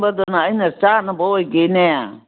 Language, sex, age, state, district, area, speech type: Manipuri, female, 60+, Manipur, Kangpokpi, urban, conversation